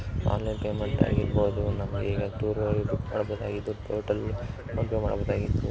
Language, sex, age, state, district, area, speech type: Kannada, male, 18-30, Karnataka, Mysore, urban, spontaneous